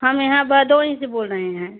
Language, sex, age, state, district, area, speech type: Hindi, female, 45-60, Uttar Pradesh, Bhadohi, urban, conversation